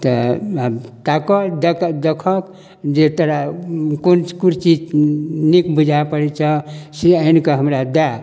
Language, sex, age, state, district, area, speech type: Maithili, male, 60+, Bihar, Darbhanga, rural, spontaneous